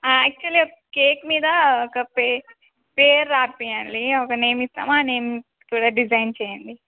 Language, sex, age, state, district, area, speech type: Telugu, female, 18-30, Telangana, Adilabad, rural, conversation